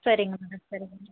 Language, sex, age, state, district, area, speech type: Tamil, female, 18-30, Tamil Nadu, Tiruppur, rural, conversation